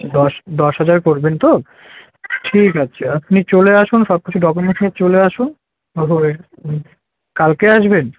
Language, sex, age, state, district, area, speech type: Bengali, male, 18-30, West Bengal, Alipurduar, rural, conversation